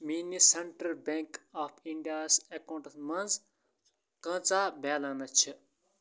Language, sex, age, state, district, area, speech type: Kashmiri, male, 18-30, Jammu and Kashmir, Kupwara, rural, read